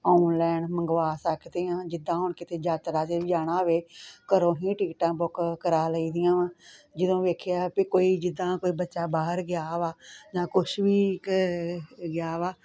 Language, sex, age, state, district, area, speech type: Punjabi, female, 45-60, Punjab, Gurdaspur, rural, spontaneous